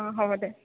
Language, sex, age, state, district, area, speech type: Assamese, female, 30-45, Assam, Goalpara, urban, conversation